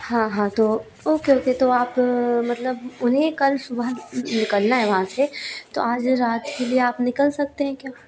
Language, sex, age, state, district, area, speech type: Hindi, female, 45-60, Madhya Pradesh, Bhopal, urban, spontaneous